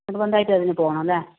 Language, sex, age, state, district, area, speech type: Malayalam, female, 45-60, Kerala, Wayanad, rural, conversation